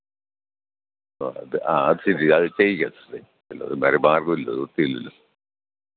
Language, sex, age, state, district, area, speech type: Malayalam, male, 60+, Kerala, Pathanamthitta, rural, conversation